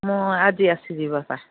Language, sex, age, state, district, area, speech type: Odia, female, 45-60, Odisha, Angul, rural, conversation